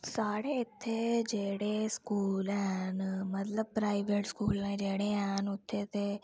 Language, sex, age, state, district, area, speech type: Dogri, female, 45-60, Jammu and Kashmir, Reasi, rural, spontaneous